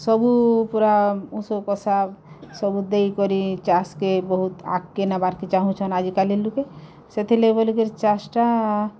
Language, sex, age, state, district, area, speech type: Odia, female, 45-60, Odisha, Bargarh, urban, spontaneous